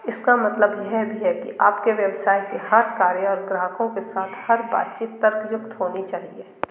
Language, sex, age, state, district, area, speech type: Hindi, female, 60+, Madhya Pradesh, Gwalior, rural, read